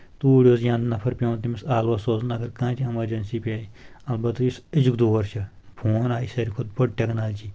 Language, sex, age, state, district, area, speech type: Kashmiri, male, 18-30, Jammu and Kashmir, Kulgam, rural, spontaneous